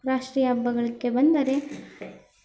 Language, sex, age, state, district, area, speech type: Kannada, female, 18-30, Karnataka, Chitradurga, rural, spontaneous